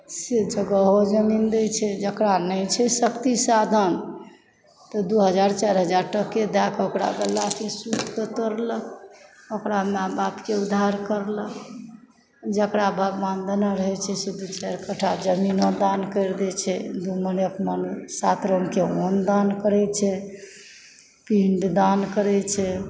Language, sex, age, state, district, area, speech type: Maithili, female, 60+, Bihar, Supaul, rural, spontaneous